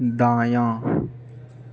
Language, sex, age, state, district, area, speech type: Maithili, male, 45-60, Bihar, Purnia, rural, read